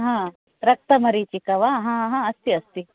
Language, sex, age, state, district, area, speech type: Sanskrit, female, 45-60, Karnataka, Uttara Kannada, urban, conversation